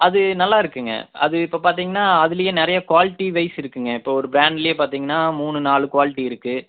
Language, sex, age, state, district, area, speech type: Tamil, male, 30-45, Tamil Nadu, Erode, rural, conversation